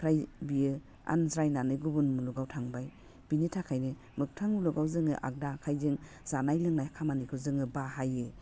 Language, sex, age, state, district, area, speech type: Bodo, female, 45-60, Assam, Udalguri, urban, spontaneous